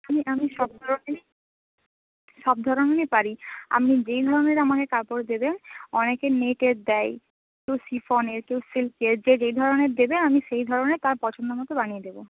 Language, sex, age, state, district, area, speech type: Bengali, female, 30-45, West Bengal, Purba Medinipur, rural, conversation